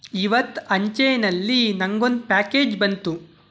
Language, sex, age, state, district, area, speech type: Kannada, male, 18-30, Karnataka, Tumkur, urban, read